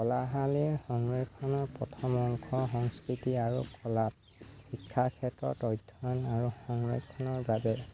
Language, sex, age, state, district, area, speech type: Assamese, male, 18-30, Assam, Sivasagar, rural, spontaneous